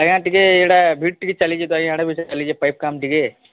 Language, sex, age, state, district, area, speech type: Odia, male, 45-60, Odisha, Nuapada, urban, conversation